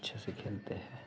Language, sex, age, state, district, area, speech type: Hindi, male, 30-45, Bihar, Vaishali, urban, spontaneous